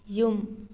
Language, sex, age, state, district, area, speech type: Manipuri, female, 18-30, Manipur, Thoubal, rural, read